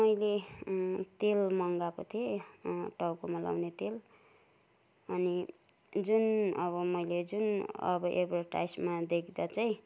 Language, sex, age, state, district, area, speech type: Nepali, female, 60+, West Bengal, Kalimpong, rural, spontaneous